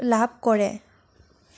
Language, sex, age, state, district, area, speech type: Assamese, female, 18-30, Assam, Biswanath, rural, spontaneous